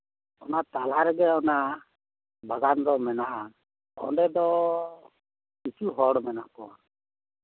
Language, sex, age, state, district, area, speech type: Santali, male, 60+, West Bengal, Bankura, rural, conversation